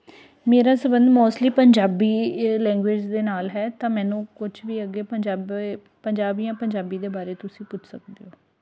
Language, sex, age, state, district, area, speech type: Punjabi, female, 30-45, Punjab, Ludhiana, urban, spontaneous